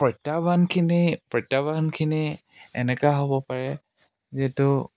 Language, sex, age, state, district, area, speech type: Assamese, male, 18-30, Assam, Charaideo, rural, spontaneous